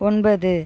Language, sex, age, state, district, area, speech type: Tamil, female, 30-45, Tamil Nadu, Tiruchirappalli, rural, read